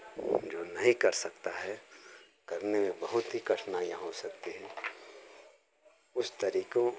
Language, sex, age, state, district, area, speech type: Hindi, male, 45-60, Uttar Pradesh, Mau, rural, spontaneous